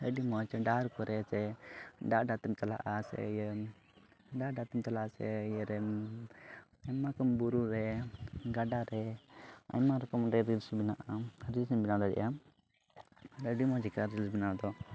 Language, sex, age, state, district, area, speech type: Santali, male, 18-30, Jharkhand, Pakur, rural, spontaneous